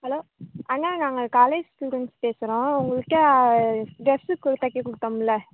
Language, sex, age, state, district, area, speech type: Tamil, female, 18-30, Tamil Nadu, Tiruvarur, urban, conversation